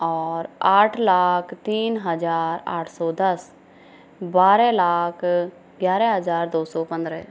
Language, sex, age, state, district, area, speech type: Hindi, female, 30-45, Rajasthan, Karauli, rural, spontaneous